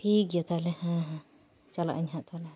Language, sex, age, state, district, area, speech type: Santali, female, 30-45, West Bengal, Paschim Bardhaman, rural, spontaneous